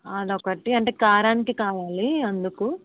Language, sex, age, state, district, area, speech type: Telugu, female, 30-45, Andhra Pradesh, Kakinada, rural, conversation